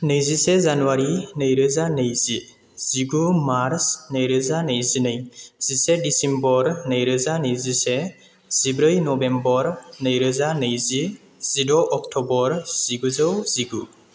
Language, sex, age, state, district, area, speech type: Bodo, male, 30-45, Assam, Chirang, rural, spontaneous